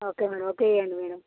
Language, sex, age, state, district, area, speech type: Telugu, female, 45-60, Telangana, Jagtial, rural, conversation